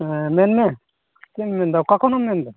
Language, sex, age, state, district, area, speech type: Santali, male, 18-30, West Bengal, Purba Bardhaman, rural, conversation